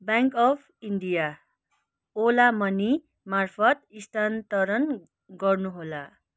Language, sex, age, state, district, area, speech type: Nepali, female, 60+, West Bengal, Kalimpong, rural, read